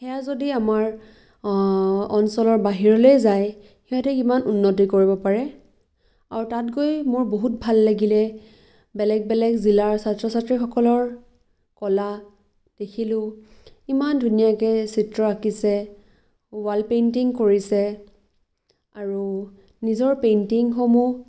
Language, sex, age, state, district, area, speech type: Assamese, female, 18-30, Assam, Biswanath, rural, spontaneous